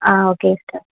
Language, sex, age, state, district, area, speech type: Tamil, female, 18-30, Tamil Nadu, Tenkasi, rural, conversation